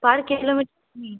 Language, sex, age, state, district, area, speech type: Bengali, female, 30-45, West Bengal, Jalpaiguri, rural, conversation